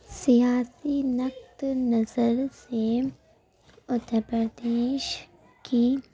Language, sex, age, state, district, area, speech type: Urdu, female, 18-30, Uttar Pradesh, Ghaziabad, urban, spontaneous